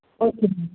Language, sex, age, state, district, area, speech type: Punjabi, female, 30-45, Punjab, Shaheed Bhagat Singh Nagar, urban, conversation